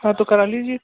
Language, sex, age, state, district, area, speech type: Hindi, male, 18-30, Rajasthan, Bharatpur, urban, conversation